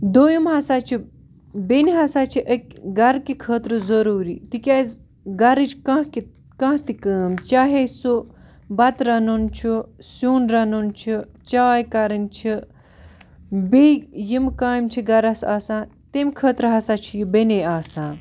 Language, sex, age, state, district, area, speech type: Kashmiri, female, 18-30, Jammu and Kashmir, Baramulla, rural, spontaneous